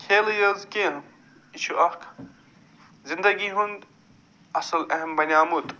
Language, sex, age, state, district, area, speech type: Kashmiri, male, 45-60, Jammu and Kashmir, Budgam, urban, spontaneous